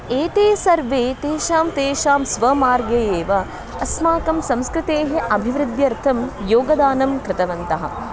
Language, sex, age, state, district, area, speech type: Sanskrit, female, 18-30, Karnataka, Dharwad, urban, spontaneous